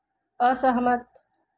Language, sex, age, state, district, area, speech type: Hindi, female, 30-45, Madhya Pradesh, Chhindwara, urban, read